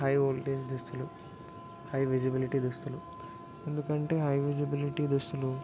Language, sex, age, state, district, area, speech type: Telugu, male, 18-30, Telangana, Peddapalli, rural, spontaneous